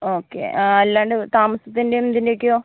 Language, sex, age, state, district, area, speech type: Malayalam, female, 60+, Kerala, Kozhikode, urban, conversation